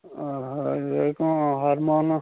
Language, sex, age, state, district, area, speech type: Odia, male, 30-45, Odisha, Nayagarh, rural, conversation